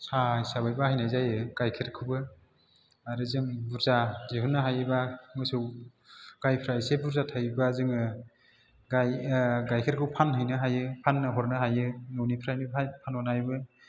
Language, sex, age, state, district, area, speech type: Bodo, male, 30-45, Assam, Chirang, urban, spontaneous